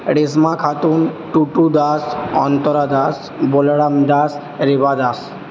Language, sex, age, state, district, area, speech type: Bengali, male, 30-45, West Bengal, Purba Bardhaman, urban, spontaneous